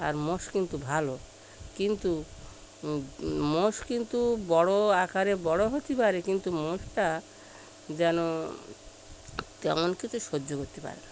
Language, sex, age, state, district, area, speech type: Bengali, female, 60+, West Bengal, Birbhum, urban, spontaneous